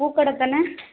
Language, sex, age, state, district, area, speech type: Tamil, female, 18-30, Tamil Nadu, Thanjavur, rural, conversation